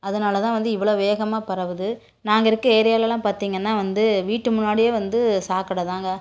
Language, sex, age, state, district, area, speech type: Tamil, female, 30-45, Tamil Nadu, Tiruppur, rural, spontaneous